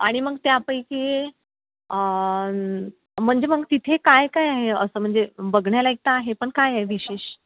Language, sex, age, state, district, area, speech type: Marathi, female, 30-45, Maharashtra, Nagpur, rural, conversation